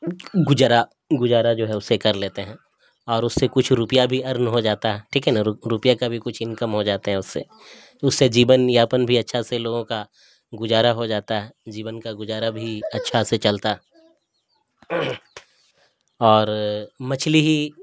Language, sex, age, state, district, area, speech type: Urdu, male, 60+, Bihar, Darbhanga, rural, spontaneous